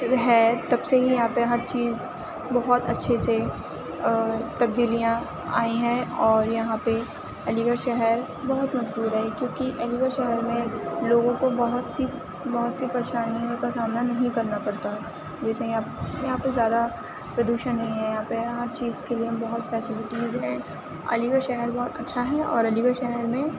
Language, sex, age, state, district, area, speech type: Urdu, female, 18-30, Uttar Pradesh, Aligarh, urban, spontaneous